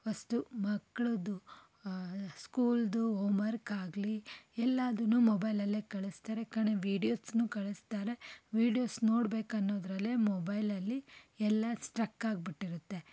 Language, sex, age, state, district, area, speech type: Kannada, female, 30-45, Karnataka, Davanagere, urban, spontaneous